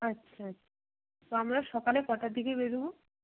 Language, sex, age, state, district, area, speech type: Bengali, female, 60+, West Bengal, Purba Bardhaman, urban, conversation